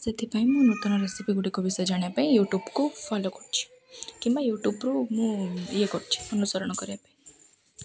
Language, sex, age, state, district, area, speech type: Odia, female, 18-30, Odisha, Ganjam, urban, spontaneous